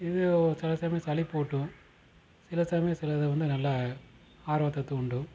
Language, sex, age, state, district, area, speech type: Tamil, male, 30-45, Tamil Nadu, Madurai, urban, spontaneous